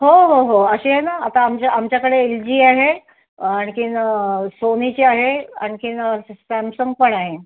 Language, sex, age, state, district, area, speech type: Marathi, female, 30-45, Maharashtra, Amravati, urban, conversation